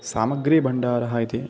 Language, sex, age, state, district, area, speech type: Sanskrit, male, 30-45, Telangana, Hyderabad, urban, spontaneous